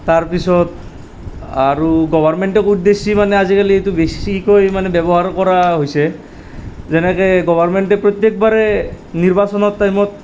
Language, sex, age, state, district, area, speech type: Assamese, male, 18-30, Assam, Nalbari, rural, spontaneous